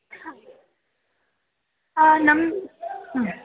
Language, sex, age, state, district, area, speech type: Kannada, female, 30-45, Karnataka, Shimoga, rural, conversation